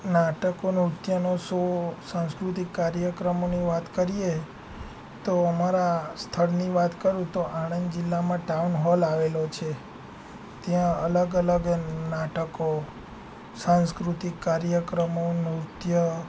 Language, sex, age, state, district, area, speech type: Gujarati, male, 18-30, Gujarat, Anand, urban, spontaneous